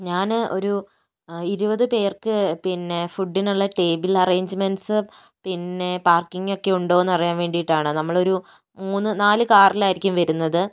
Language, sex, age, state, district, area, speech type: Malayalam, female, 30-45, Kerala, Kozhikode, urban, spontaneous